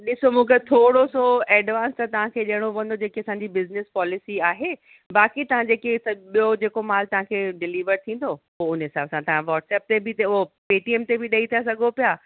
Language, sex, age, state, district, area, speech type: Sindhi, female, 30-45, Uttar Pradesh, Lucknow, urban, conversation